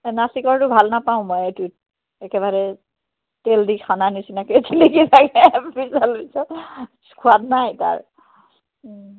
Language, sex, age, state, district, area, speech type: Assamese, female, 45-60, Assam, Biswanath, rural, conversation